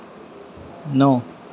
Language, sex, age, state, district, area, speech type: Hindi, male, 30-45, Madhya Pradesh, Harda, urban, read